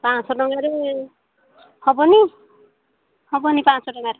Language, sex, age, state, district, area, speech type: Odia, female, 60+, Odisha, Angul, rural, conversation